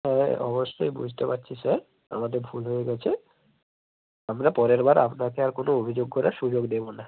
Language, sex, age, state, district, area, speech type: Bengali, male, 18-30, West Bengal, Hooghly, urban, conversation